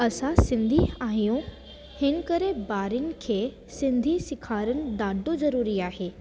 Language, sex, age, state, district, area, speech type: Sindhi, female, 18-30, Delhi, South Delhi, urban, spontaneous